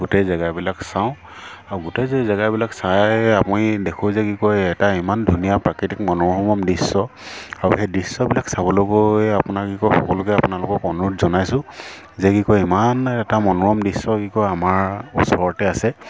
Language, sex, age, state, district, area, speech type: Assamese, male, 30-45, Assam, Sivasagar, rural, spontaneous